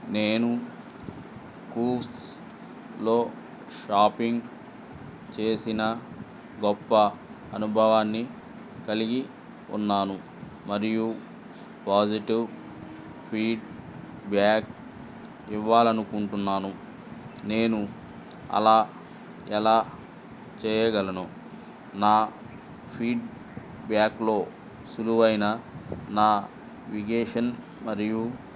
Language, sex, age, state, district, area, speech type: Telugu, male, 60+, Andhra Pradesh, Eluru, rural, read